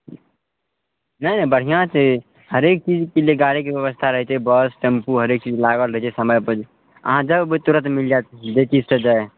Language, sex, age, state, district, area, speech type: Maithili, male, 18-30, Bihar, Madhepura, rural, conversation